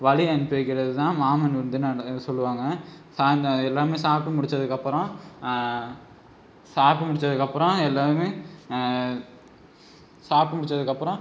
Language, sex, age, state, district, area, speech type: Tamil, male, 18-30, Tamil Nadu, Tiruchirappalli, rural, spontaneous